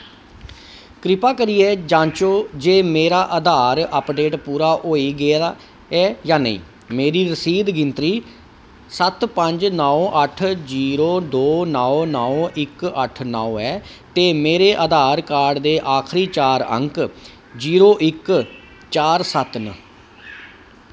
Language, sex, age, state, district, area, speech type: Dogri, male, 45-60, Jammu and Kashmir, Kathua, urban, read